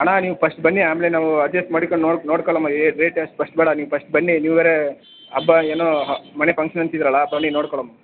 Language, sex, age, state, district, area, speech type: Kannada, male, 18-30, Karnataka, Chamarajanagar, rural, conversation